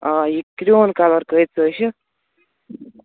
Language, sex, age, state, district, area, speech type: Kashmiri, male, 18-30, Jammu and Kashmir, Kupwara, rural, conversation